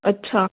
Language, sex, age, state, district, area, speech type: Punjabi, female, 30-45, Punjab, Amritsar, urban, conversation